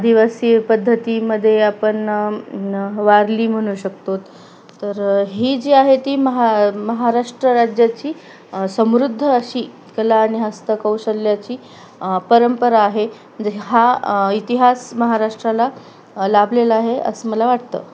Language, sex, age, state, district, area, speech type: Marathi, female, 30-45, Maharashtra, Nanded, rural, spontaneous